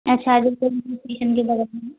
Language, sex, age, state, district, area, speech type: Hindi, female, 18-30, Madhya Pradesh, Gwalior, rural, conversation